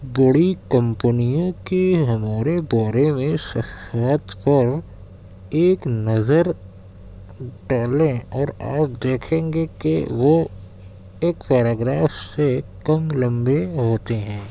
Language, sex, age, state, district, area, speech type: Urdu, male, 18-30, Delhi, Central Delhi, urban, read